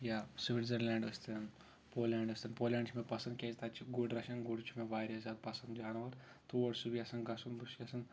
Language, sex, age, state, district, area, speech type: Kashmiri, male, 30-45, Jammu and Kashmir, Shopian, rural, spontaneous